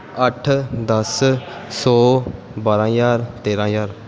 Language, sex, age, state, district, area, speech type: Punjabi, male, 18-30, Punjab, Pathankot, urban, spontaneous